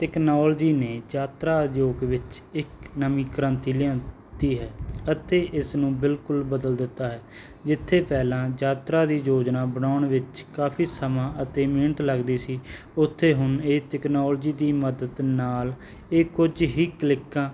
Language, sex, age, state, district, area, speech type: Punjabi, male, 30-45, Punjab, Barnala, rural, spontaneous